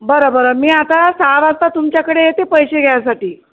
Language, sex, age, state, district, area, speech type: Marathi, female, 45-60, Maharashtra, Wardha, rural, conversation